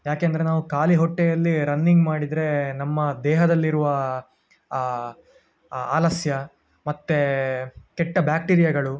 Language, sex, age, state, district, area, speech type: Kannada, male, 18-30, Karnataka, Dakshina Kannada, urban, spontaneous